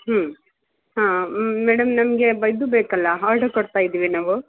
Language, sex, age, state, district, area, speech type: Kannada, female, 45-60, Karnataka, Mysore, urban, conversation